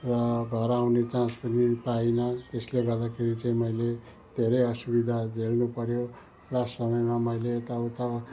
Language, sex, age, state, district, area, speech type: Nepali, male, 60+, West Bengal, Kalimpong, rural, spontaneous